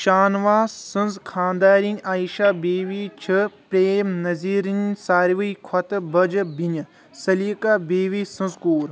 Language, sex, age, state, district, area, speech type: Kashmiri, male, 18-30, Jammu and Kashmir, Kulgam, rural, read